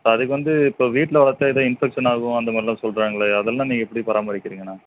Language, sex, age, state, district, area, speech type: Tamil, male, 18-30, Tamil Nadu, Namakkal, rural, conversation